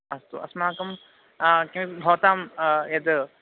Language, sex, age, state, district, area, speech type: Sanskrit, male, 18-30, Karnataka, Chikkamagaluru, urban, conversation